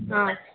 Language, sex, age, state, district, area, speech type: Telugu, female, 18-30, Andhra Pradesh, Kurnool, rural, conversation